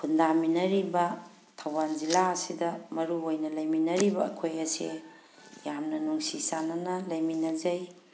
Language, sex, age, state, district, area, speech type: Manipuri, female, 45-60, Manipur, Thoubal, rural, spontaneous